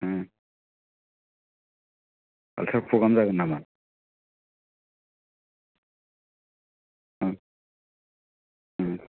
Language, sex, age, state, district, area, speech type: Bodo, male, 45-60, Assam, Baksa, rural, conversation